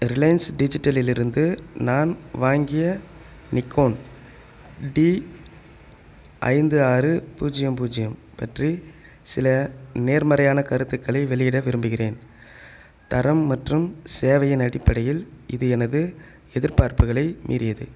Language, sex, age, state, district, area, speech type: Tamil, male, 30-45, Tamil Nadu, Chengalpattu, rural, read